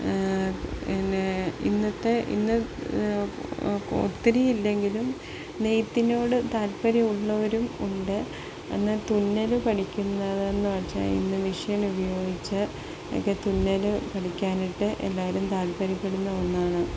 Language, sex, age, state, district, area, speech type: Malayalam, female, 30-45, Kerala, Palakkad, rural, spontaneous